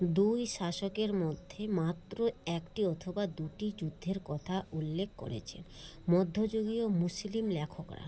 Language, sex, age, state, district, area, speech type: Bengali, female, 30-45, West Bengal, Malda, urban, read